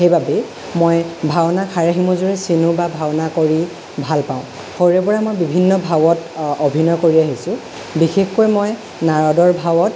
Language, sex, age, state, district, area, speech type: Assamese, male, 18-30, Assam, Lakhimpur, rural, spontaneous